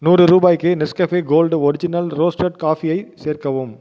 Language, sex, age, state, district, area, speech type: Tamil, male, 30-45, Tamil Nadu, Viluppuram, urban, read